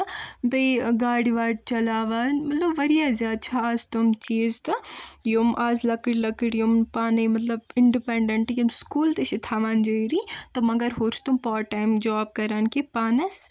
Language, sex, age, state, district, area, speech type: Kashmiri, female, 30-45, Jammu and Kashmir, Bandipora, urban, spontaneous